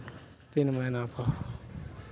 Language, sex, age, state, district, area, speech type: Maithili, male, 45-60, Bihar, Madhepura, rural, spontaneous